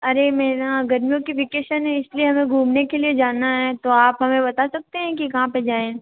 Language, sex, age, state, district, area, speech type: Hindi, female, 45-60, Rajasthan, Jodhpur, urban, conversation